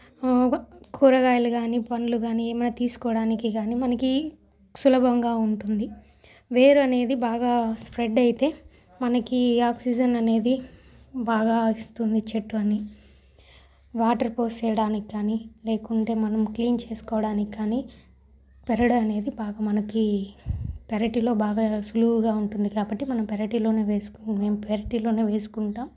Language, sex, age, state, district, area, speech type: Telugu, female, 18-30, Andhra Pradesh, Sri Balaji, urban, spontaneous